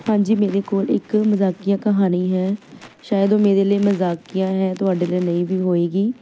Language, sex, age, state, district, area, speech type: Punjabi, female, 18-30, Punjab, Ludhiana, urban, spontaneous